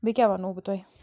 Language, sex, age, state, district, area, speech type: Kashmiri, female, 45-60, Jammu and Kashmir, Bandipora, rural, spontaneous